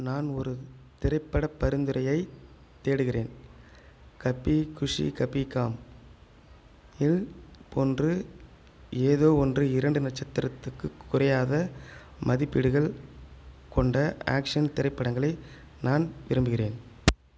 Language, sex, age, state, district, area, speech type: Tamil, male, 30-45, Tamil Nadu, Chengalpattu, rural, read